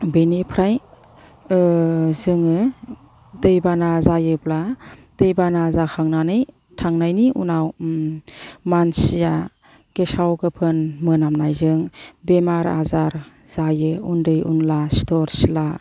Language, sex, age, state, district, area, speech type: Bodo, female, 45-60, Assam, Kokrajhar, urban, spontaneous